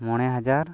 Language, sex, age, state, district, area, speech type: Santali, male, 30-45, West Bengal, Birbhum, rural, spontaneous